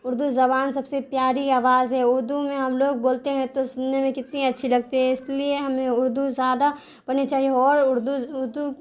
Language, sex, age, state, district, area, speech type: Urdu, female, 30-45, Bihar, Darbhanga, rural, spontaneous